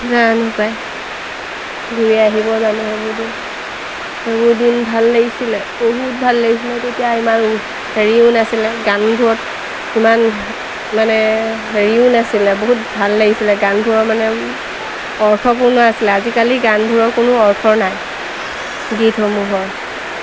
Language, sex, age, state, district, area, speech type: Assamese, female, 30-45, Assam, Lakhimpur, rural, spontaneous